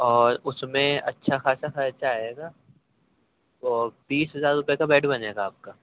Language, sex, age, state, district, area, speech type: Urdu, male, 18-30, Uttar Pradesh, Ghaziabad, rural, conversation